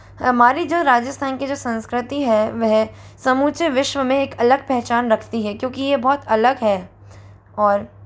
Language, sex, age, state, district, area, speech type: Hindi, female, 18-30, Rajasthan, Jodhpur, urban, spontaneous